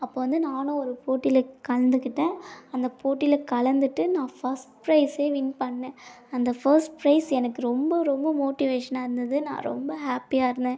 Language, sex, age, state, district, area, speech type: Tamil, female, 18-30, Tamil Nadu, Tiruvannamalai, urban, spontaneous